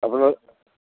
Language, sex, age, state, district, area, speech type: Bengali, male, 60+, West Bengal, Alipurduar, rural, conversation